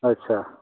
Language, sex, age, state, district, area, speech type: Dogri, male, 30-45, Jammu and Kashmir, Reasi, rural, conversation